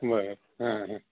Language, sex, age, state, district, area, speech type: Marathi, male, 60+, Maharashtra, Osmanabad, rural, conversation